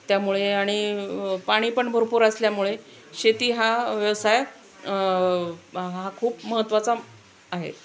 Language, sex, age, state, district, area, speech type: Marathi, female, 45-60, Maharashtra, Osmanabad, rural, spontaneous